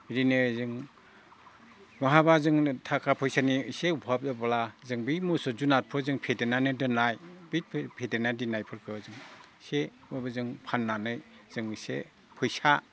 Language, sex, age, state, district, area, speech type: Bodo, male, 60+, Assam, Udalguri, rural, spontaneous